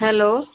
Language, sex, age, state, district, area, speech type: Assamese, female, 45-60, Assam, Jorhat, urban, conversation